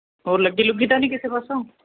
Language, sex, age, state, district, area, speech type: Punjabi, female, 45-60, Punjab, Mohali, urban, conversation